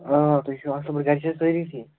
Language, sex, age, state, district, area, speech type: Kashmiri, male, 18-30, Jammu and Kashmir, Srinagar, urban, conversation